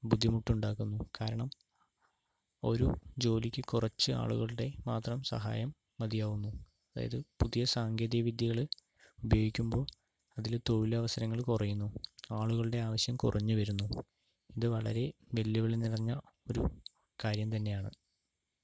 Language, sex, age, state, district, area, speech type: Malayalam, male, 45-60, Kerala, Palakkad, rural, spontaneous